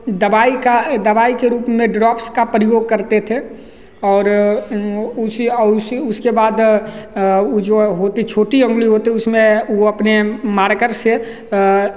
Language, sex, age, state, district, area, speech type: Hindi, male, 18-30, Bihar, Begusarai, rural, spontaneous